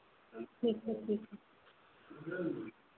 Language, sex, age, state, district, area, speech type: Hindi, female, 30-45, Uttar Pradesh, Ghazipur, rural, conversation